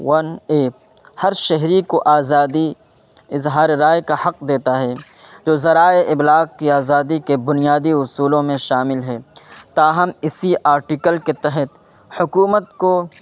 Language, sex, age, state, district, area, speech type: Urdu, male, 18-30, Uttar Pradesh, Saharanpur, urban, spontaneous